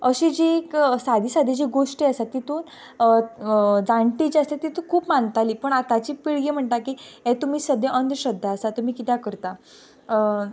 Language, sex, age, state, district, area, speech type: Goan Konkani, female, 18-30, Goa, Quepem, rural, spontaneous